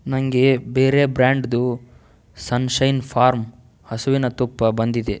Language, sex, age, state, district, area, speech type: Kannada, male, 18-30, Karnataka, Tumkur, rural, read